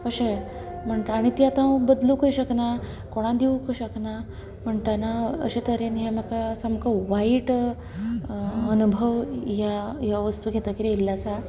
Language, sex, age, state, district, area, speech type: Goan Konkani, female, 30-45, Goa, Canacona, urban, spontaneous